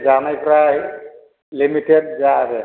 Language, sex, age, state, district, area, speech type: Bodo, male, 60+, Assam, Chirang, rural, conversation